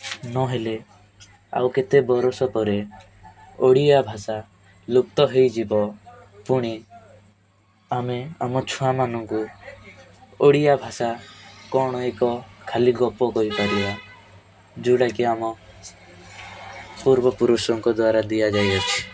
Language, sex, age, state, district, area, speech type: Odia, male, 18-30, Odisha, Rayagada, rural, spontaneous